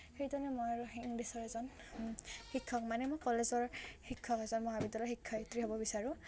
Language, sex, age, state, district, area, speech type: Assamese, female, 18-30, Assam, Nalbari, rural, spontaneous